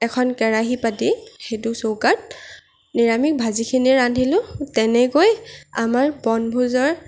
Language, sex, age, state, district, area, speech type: Assamese, female, 30-45, Assam, Lakhimpur, rural, spontaneous